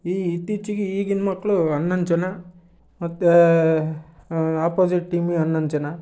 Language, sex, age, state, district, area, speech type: Kannada, male, 18-30, Karnataka, Chitradurga, rural, spontaneous